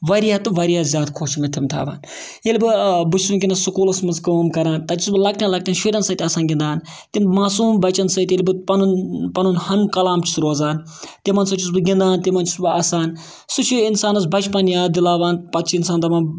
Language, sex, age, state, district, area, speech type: Kashmiri, male, 30-45, Jammu and Kashmir, Ganderbal, rural, spontaneous